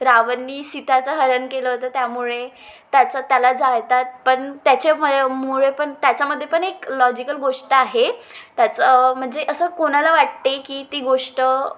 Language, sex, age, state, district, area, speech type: Marathi, female, 18-30, Maharashtra, Wardha, rural, spontaneous